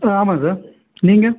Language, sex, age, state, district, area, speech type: Tamil, male, 30-45, Tamil Nadu, Viluppuram, rural, conversation